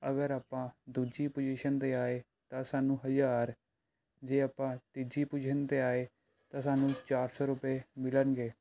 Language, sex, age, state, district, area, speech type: Punjabi, male, 18-30, Punjab, Pathankot, urban, spontaneous